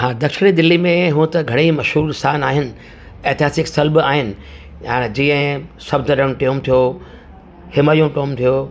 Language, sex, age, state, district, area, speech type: Sindhi, male, 45-60, Delhi, South Delhi, urban, spontaneous